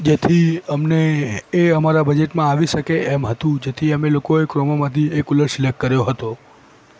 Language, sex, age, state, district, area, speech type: Gujarati, female, 18-30, Gujarat, Ahmedabad, urban, spontaneous